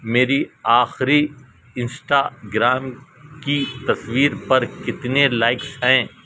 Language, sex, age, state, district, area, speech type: Urdu, male, 45-60, Telangana, Hyderabad, urban, read